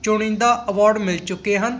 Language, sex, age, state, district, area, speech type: Punjabi, male, 18-30, Punjab, Patiala, rural, spontaneous